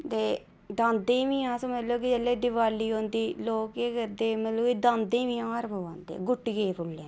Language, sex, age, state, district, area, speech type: Dogri, female, 30-45, Jammu and Kashmir, Reasi, rural, spontaneous